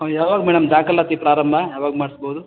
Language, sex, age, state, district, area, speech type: Kannada, male, 30-45, Karnataka, Chikkaballapur, rural, conversation